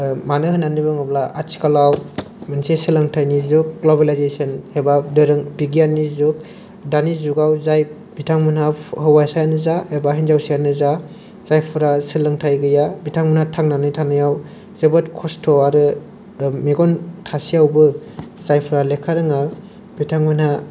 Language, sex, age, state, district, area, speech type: Bodo, male, 18-30, Assam, Kokrajhar, rural, spontaneous